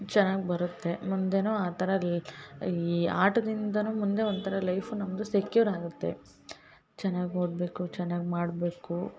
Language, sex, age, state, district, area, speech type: Kannada, female, 18-30, Karnataka, Hassan, urban, spontaneous